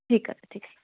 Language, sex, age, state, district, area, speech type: Bengali, female, 30-45, West Bengal, Darjeeling, urban, conversation